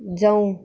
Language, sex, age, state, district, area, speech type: Nepali, female, 30-45, West Bengal, Darjeeling, rural, read